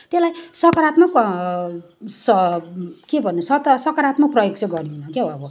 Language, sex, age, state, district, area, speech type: Nepali, female, 30-45, West Bengal, Kalimpong, rural, spontaneous